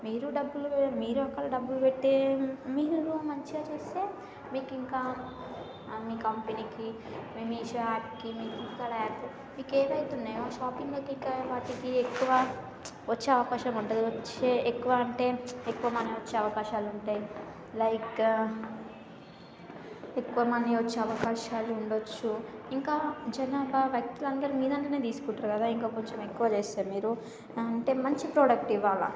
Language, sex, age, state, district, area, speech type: Telugu, female, 18-30, Telangana, Hyderabad, urban, spontaneous